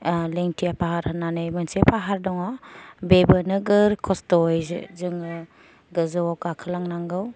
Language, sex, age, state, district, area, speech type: Bodo, female, 45-60, Assam, Kokrajhar, rural, spontaneous